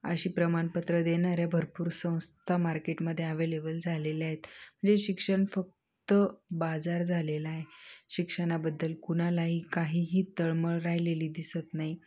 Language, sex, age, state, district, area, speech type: Marathi, female, 18-30, Maharashtra, Ahmednagar, urban, spontaneous